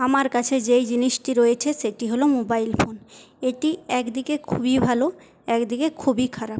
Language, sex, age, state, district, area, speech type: Bengali, female, 18-30, West Bengal, Paschim Medinipur, rural, spontaneous